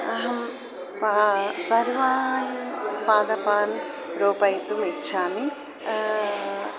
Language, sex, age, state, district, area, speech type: Sanskrit, female, 60+, Telangana, Peddapalli, urban, spontaneous